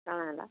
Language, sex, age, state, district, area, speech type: Odia, female, 45-60, Odisha, Bargarh, rural, conversation